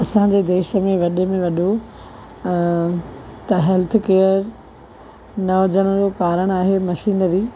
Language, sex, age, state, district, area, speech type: Sindhi, female, 45-60, Maharashtra, Thane, urban, spontaneous